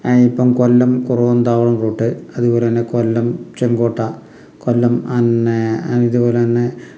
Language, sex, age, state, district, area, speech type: Malayalam, male, 45-60, Kerala, Palakkad, rural, spontaneous